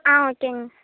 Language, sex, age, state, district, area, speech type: Tamil, female, 18-30, Tamil Nadu, Kallakurichi, rural, conversation